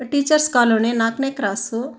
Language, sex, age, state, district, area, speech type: Kannada, female, 45-60, Karnataka, Chitradurga, rural, spontaneous